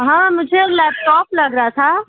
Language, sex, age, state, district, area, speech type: Urdu, male, 45-60, Maharashtra, Nashik, urban, conversation